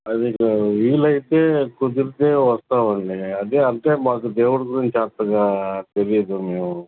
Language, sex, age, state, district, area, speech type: Telugu, male, 30-45, Andhra Pradesh, Bapatla, urban, conversation